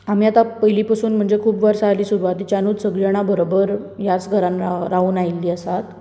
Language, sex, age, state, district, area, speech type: Goan Konkani, female, 18-30, Goa, Bardez, urban, spontaneous